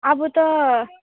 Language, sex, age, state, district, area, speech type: Nepali, female, 18-30, West Bengal, Darjeeling, rural, conversation